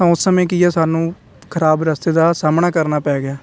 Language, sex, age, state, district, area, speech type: Punjabi, male, 18-30, Punjab, Faridkot, rural, spontaneous